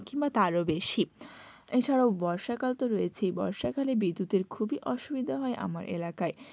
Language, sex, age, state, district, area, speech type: Bengali, female, 18-30, West Bengal, Hooghly, urban, spontaneous